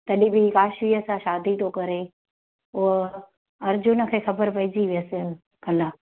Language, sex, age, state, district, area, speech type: Sindhi, female, 30-45, Gujarat, Junagadh, urban, conversation